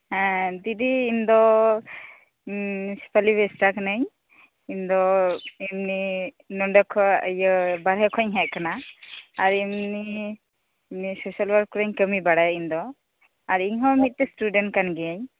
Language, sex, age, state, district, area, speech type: Santali, female, 18-30, West Bengal, Birbhum, rural, conversation